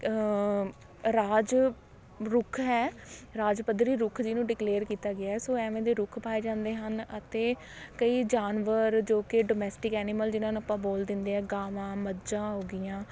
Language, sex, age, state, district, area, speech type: Punjabi, female, 30-45, Punjab, Patiala, rural, spontaneous